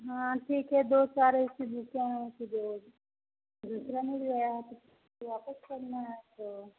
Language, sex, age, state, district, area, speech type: Hindi, female, 30-45, Uttar Pradesh, Azamgarh, rural, conversation